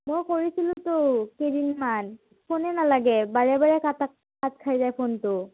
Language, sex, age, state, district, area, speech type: Assamese, female, 30-45, Assam, Morigaon, rural, conversation